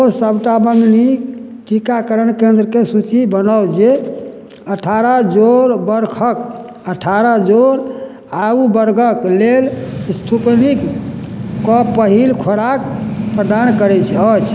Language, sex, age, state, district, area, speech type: Maithili, male, 60+, Bihar, Madhubani, rural, read